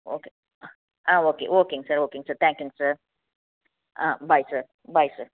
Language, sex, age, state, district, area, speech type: Tamil, female, 30-45, Tamil Nadu, Coimbatore, rural, conversation